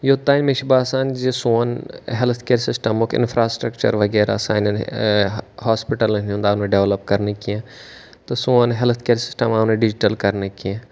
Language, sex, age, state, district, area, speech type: Kashmiri, male, 18-30, Jammu and Kashmir, Pulwama, urban, spontaneous